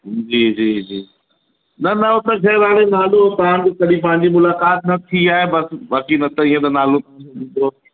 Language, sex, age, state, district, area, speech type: Sindhi, male, 45-60, Uttar Pradesh, Lucknow, urban, conversation